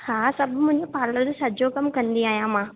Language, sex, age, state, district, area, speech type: Sindhi, female, 18-30, Rajasthan, Ajmer, urban, conversation